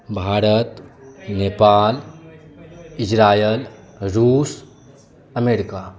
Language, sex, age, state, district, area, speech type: Maithili, male, 18-30, Bihar, Saharsa, rural, spontaneous